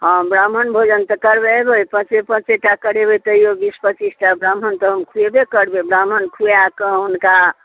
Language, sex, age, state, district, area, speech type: Maithili, female, 60+, Bihar, Darbhanga, urban, conversation